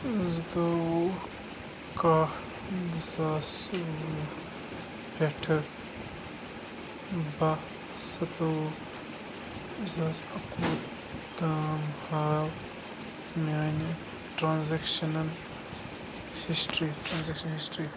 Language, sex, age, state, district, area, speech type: Kashmiri, male, 30-45, Jammu and Kashmir, Bandipora, rural, read